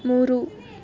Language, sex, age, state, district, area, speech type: Kannada, female, 30-45, Karnataka, Bangalore Urban, rural, read